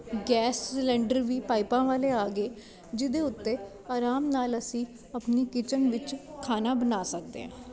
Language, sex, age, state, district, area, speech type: Punjabi, female, 18-30, Punjab, Ludhiana, urban, spontaneous